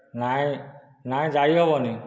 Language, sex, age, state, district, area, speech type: Odia, male, 30-45, Odisha, Dhenkanal, rural, spontaneous